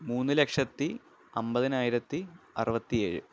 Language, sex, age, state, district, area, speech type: Malayalam, male, 18-30, Kerala, Thrissur, urban, spontaneous